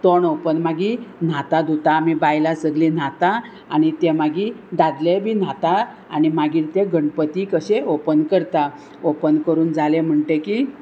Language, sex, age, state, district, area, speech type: Goan Konkani, female, 45-60, Goa, Murmgao, rural, spontaneous